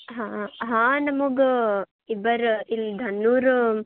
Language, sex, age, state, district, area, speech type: Kannada, female, 18-30, Karnataka, Bidar, urban, conversation